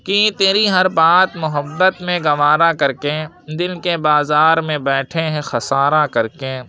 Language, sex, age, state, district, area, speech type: Urdu, male, 60+, Uttar Pradesh, Lucknow, urban, spontaneous